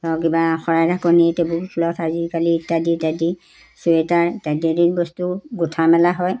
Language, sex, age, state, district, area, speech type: Assamese, female, 60+, Assam, Golaghat, rural, spontaneous